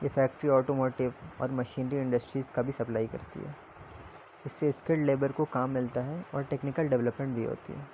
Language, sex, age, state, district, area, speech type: Urdu, male, 18-30, Delhi, North East Delhi, urban, spontaneous